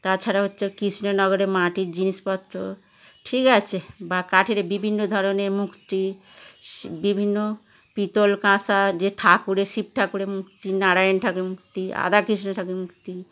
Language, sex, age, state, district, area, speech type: Bengali, female, 60+, West Bengal, Darjeeling, rural, spontaneous